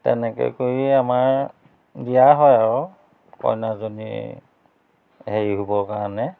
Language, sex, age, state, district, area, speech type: Assamese, male, 45-60, Assam, Biswanath, rural, spontaneous